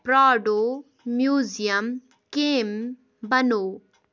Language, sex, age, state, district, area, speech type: Kashmiri, female, 18-30, Jammu and Kashmir, Kupwara, rural, read